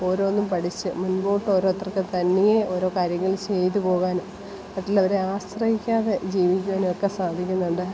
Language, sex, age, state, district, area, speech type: Malayalam, female, 30-45, Kerala, Kollam, rural, spontaneous